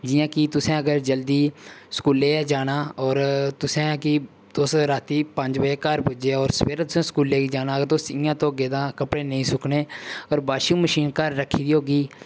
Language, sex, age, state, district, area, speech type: Dogri, male, 18-30, Jammu and Kashmir, Udhampur, rural, spontaneous